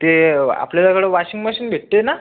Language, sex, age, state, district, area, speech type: Marathi, male, 18-30, Maharashtra, Buldhana, urban, conversation